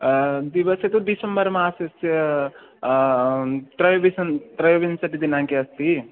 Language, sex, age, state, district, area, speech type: Sanskrit, male, 18-30, Odisha, Khordha, rural, conversation